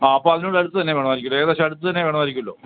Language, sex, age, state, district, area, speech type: Malayalam, male, 60+, Kerala, Kottayam, rural, conversation